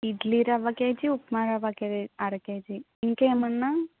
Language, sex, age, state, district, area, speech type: Telugu, female, 18-30, Andhra Pradesh, Kakinada, rural, conversation